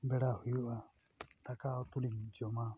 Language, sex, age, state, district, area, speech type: Santali, male, 60+, Odisha, Mayurbhanj, rural, spontaneous